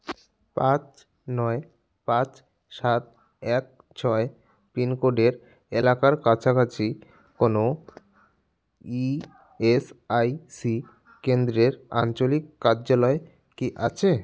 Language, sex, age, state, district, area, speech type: Bengali, male, 30-45, West Bengal, Jalpaiguri, rural, read